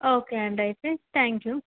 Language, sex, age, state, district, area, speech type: Telugu, female, 18-30, Andhra Pradesh, Kurnool, urban, conversation